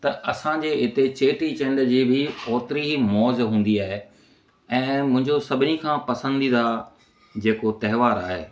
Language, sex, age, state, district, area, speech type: Sindhi, male, 45-60, Gujarat, Kutch, rural, spontaneous